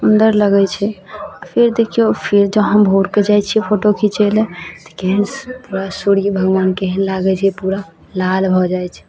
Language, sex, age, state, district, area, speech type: Maithili, female, 18-30, Bihar, Araria, rural, spontaneous